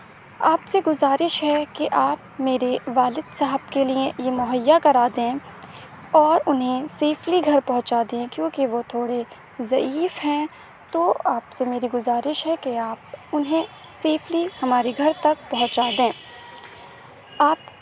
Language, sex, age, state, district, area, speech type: Urdu, female, 18-30, Uttar Pradesh, Aligarh, urban, spontaneous